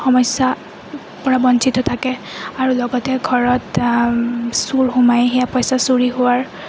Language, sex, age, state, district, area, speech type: Assamese, female, 30-45, Assam, Goalpara, urban, spontaneous